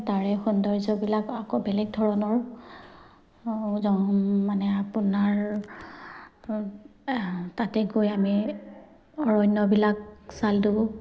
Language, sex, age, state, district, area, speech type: Assamese, female, 45-60, Assam, Kamrup Metropolitan, urban, spontaneous